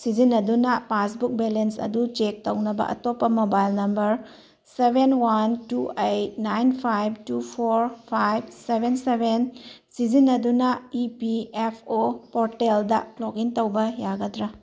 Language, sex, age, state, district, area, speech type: Manipuri, female, 45-60, Manipur, Tengnoupal, rural, read